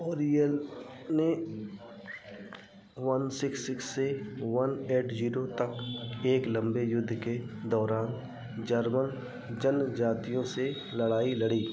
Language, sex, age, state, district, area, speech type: Hindi, male, 45-60, Uttar Pradesh, Ayodhya, rural, read